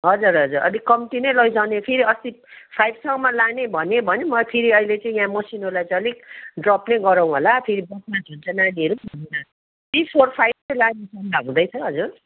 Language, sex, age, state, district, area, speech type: Nepali, female, 60+, West Bengal, Kalimpong, rural, conversation